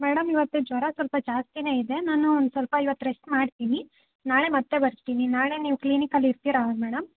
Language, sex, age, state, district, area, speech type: Kannada, female, 18-30, Karnataka, Davanagere, rural, conversation